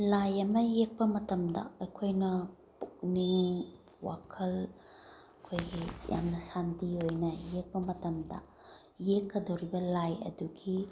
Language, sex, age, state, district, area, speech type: Manipuri, female, 30-45, Manipur, Bishnupur, rural, spontaneous